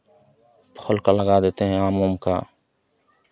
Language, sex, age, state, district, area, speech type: Hindi, male, 30-45, Uttar Pradesh, Chandauli, rural, spontaneous